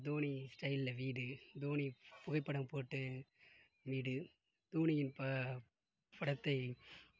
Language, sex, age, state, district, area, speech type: Tamil, male, 18-30, Tamil Nadu, Tiruvarur, urban, spontaneous